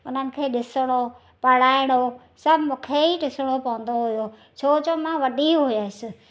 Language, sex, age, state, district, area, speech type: Sindhi, female, 45-60, Gujarat, Ahmedabad, rural, spontaneous